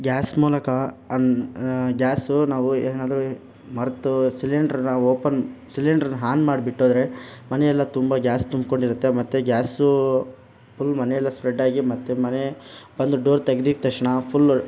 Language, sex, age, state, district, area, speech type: Kannada, male, 18-30, Karnataka, Kolar, rural, spontaneous